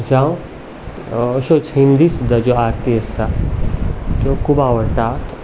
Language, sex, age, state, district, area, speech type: Goan Konkani, male, 18-30, Goa, Ponda, urban, spontaneous